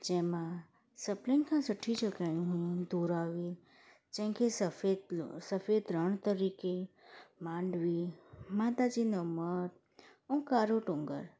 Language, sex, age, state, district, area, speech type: Sindhi, female, 18-30, Gujarat, Surat, urban, spontaneous